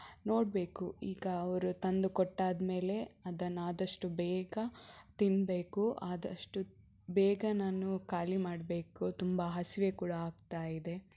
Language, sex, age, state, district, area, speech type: Kannada, female, 18-30, Karnataka, Shimoga, rural, spontaneous